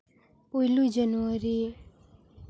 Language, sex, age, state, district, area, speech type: Santali, female, 18-30, Jharkhand, Seraikela Kharsawan, rural, spontaneous